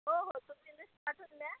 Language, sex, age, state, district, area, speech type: Marathi, female, 30-45, Maharashtra, Amravati, urban, conversation